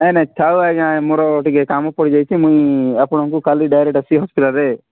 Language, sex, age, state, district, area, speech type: Odia, male, 30-45, Odisha, Nabarangpur, urban, conversation